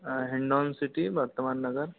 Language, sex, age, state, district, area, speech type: Hindi, male, 60+, Rajasthan, Karauli, rural, conversation